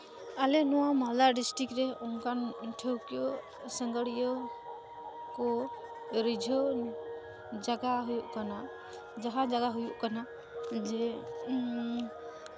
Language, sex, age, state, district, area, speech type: Santali, female, 18-30, West Bengal, Malda, rural, spontaneous